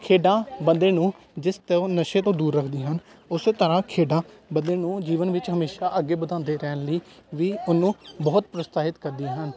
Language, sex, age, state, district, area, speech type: Punjabi, male, 18-30, Punjab, Gurdaspur, rural, spontaneous